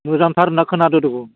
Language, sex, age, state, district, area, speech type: Bodo, male, 60+, Assam, Baksa, urban, conversation